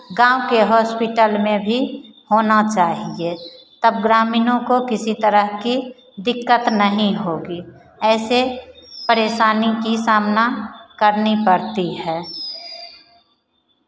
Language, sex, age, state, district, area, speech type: Hindi, female, 45-60, Bihar, Begusarai, rural, spontaneous